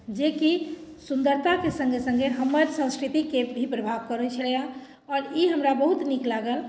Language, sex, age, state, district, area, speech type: Maithili, female, 30-45, Bihar, Madhubani, rural, spontaneous